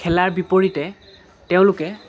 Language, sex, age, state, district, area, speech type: Assamese, male, 18-30, Assam, Lakhimpur, urban, spontaneous